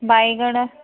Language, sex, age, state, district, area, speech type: Odia, female, 45-60, Odisha, Bhadrak, rural, conversation